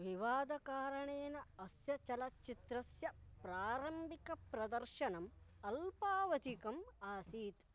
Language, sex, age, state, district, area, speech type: Sanskrit, male, 18-30, Karnataka, Uttara Kannada, rural, read